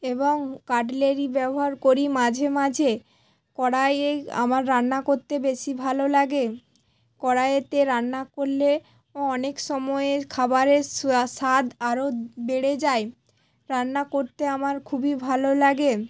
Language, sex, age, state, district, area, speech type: Bengali, female, 18-30, West Bengal, Hooghly, urban, spontaneous